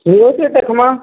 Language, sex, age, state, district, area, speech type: Odia, male, 45-60, Odisha, Nuapada, urban, conversation